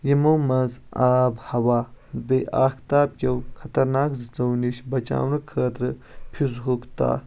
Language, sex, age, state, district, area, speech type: Kashmiri, male, 18-30, Jammu and Kashmir, Kulgam, urban, spontaneous